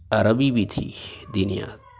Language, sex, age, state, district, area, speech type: Urdu, male, 30-45, Telangana, Hyderabad, urban, spontaneous